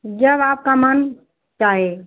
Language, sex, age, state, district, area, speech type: Hindi, female, 30-45, Uttar Pradesh, Azamgarh, rural, conversation